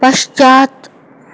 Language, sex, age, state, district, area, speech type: Sanskrit, female, 30-45, Telangana, Hyderabad, urban, read